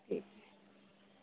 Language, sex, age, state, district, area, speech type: Urdu, female, 18-30, Uttar Pradesh, Gautam Buddha Nagar, urban, conversation